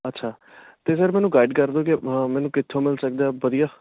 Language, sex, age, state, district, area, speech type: Punjabi, male, 18-30, Punjab, Patiala, urban, conversation